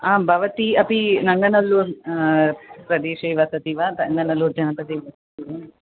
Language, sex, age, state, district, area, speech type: Sanskrit, female, 30-45, Tamil Nadu, Chennai, urban, conversation